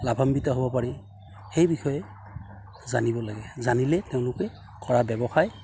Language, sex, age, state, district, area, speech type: Assamese, male, 45-60, Assam, Udalguri, rural, spontaneous